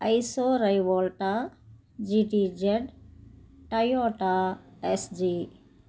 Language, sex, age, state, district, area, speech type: Telugu, female, 60+, Andhra Pradesh, Krishna, rural, spontaneous